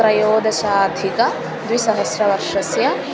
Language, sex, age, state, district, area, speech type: Sanskrit, female, 18-30, Kerala, Thrissur, rural, spontaneous